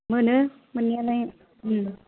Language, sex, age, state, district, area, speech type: Bodo, female, 60+, Assam, Kokrajhar, urban, conversation